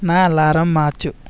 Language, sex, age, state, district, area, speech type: Telugu, male, 18-30, Andhra Pradesh, Konaseema, rural, read